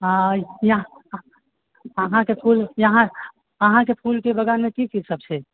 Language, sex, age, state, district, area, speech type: Maithili, male, 60+, Bihar, Purnia, rural, conversation